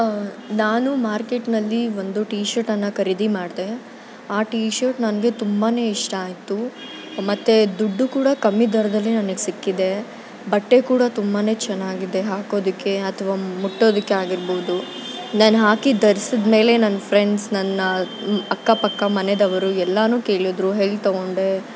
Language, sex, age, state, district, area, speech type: Kannada, female, 18-30, Karnataka, Bangalore Urban, urban, spontaneous